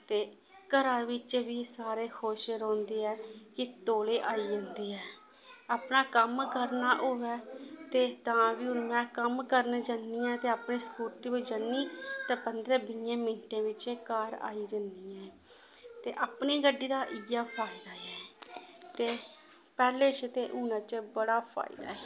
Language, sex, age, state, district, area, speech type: Dogri, female, 30-45, Jammu and Kashmir, Samba, urban, spontaneous